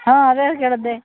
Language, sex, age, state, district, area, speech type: Kannada, female, 60+, Karnataka, Bidar, urban, conversation